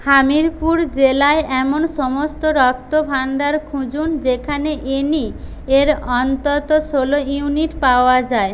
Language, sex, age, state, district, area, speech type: Bengali, female, 18-30, West Bengal, Paschim Medinipur, rural, read